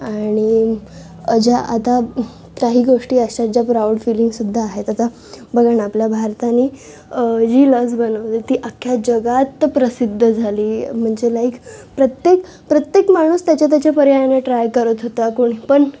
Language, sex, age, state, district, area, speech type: Marathi, female, 18-30, Maharashtra, Thane, urban, spontaneous